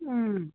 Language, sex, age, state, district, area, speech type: Tamil, female, 60+, Tamil Nadu, Tiruvannamalai, rural, conversation